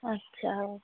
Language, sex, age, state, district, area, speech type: Odia, female, 30-45, Odisha, Sambalpur, rural, conversation